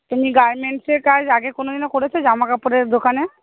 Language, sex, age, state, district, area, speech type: Bengali, female, 30-45, West Bengal, Hooghly, urban, conversation